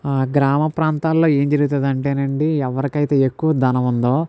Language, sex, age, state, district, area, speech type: Telugu, male, 60+, Andhra Pradesh, Kakinada, rural, spontaneous